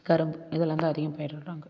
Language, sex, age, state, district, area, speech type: Tamil, female, 30-45, Tamil Nadu, Namakkal, rural, spontaneous